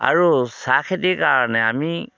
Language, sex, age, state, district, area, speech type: Assamese, male, 45-60, Assam, Dhemaji, rural, spontaneous